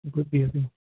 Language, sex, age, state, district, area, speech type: Kashmiri, male, 18-30, Jammu and Kashmir, Pulwama, urban, conversation